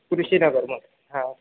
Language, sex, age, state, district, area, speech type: Marathi, male, 30-45, Maharashtra, Akola, urban, conversation